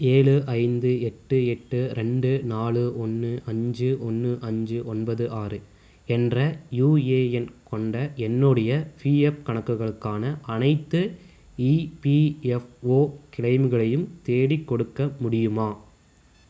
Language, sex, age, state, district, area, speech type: Tamil, male, 18-30, Tamil Nadu, Erode, rural, read